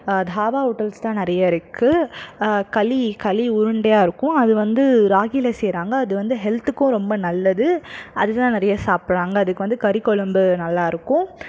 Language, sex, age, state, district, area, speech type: Tamil, male, 45-60, Tamil Nadu, Krishnagiri, rural, spontaneous